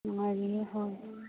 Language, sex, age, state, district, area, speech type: Manipuri, female, 18-30, Manipur, Kangpokpi, rural, conversation